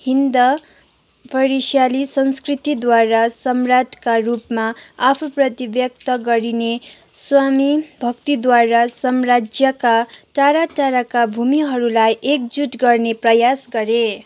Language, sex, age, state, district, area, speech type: Nepali, female, 18-30, West Bengal, Kalimpong, rural, read